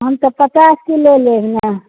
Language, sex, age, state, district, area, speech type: Maithili, female, 30-45, Bihar, Saharsa, rural, conversation